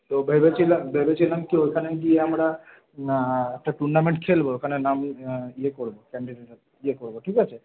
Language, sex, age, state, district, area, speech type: Bengali, male, 45-60, West Bengal, Paschim Bardhaman, rural, conversation